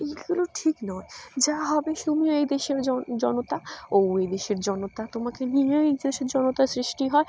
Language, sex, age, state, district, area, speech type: Bengali, female, 18-30, West Bengal, Dakshin Dinajpur, urban, spontaneous